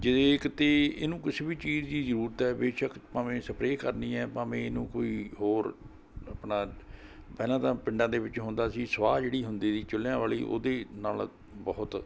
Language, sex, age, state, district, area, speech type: Punjabi, male, 60+, Punjab, Mohali, urban, spontaneous